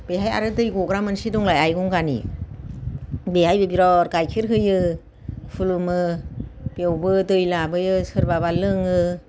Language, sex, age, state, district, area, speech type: Bodo, female, 60+, Assam, Kokrajhar, urban, spontaneous